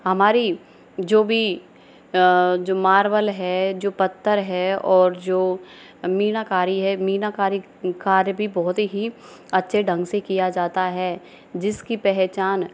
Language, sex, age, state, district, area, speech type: Hindi, female, 30-45, Rajasthan, Karauli, rural, spontaneous